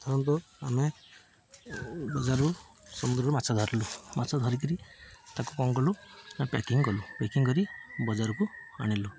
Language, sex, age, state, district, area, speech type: Odia, male, 30-45, Odisha, Jagatsinghpur, rural, spontaneous